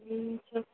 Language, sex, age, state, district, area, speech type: Bengali, female, 18-30, West Bengal, Purba Medinipur, rural, conversation